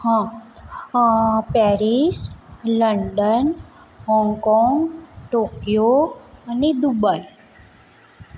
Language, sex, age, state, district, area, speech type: Gujarati, female, 30-45, Gujarat, Morbi, urban, spontaneous